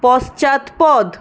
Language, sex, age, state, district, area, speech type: Bengali, female, 18-30, West Bengal, Paschim Bardhaman, rural, read